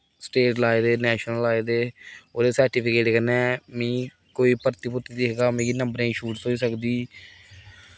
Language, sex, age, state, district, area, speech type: Dogri, male, 18-30, Jammu and Kashmir, Kathua, rural, spontaneous